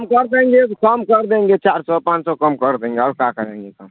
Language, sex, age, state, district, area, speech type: Urdu, male, 18-30, Bihar, Supaul, rural, conversation